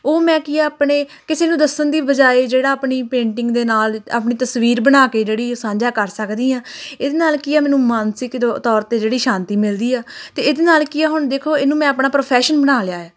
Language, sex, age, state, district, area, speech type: Punjabi, female, 18-30, Punjab, Tarn Taran, rural, spontaneous